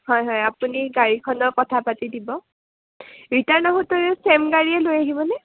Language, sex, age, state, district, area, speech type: Assamese, female, 18-30, Assam, Udalguri, rural, conversation